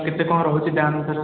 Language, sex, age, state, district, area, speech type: Odia, male, 18-30, Odisha, Khordha, rural, conversation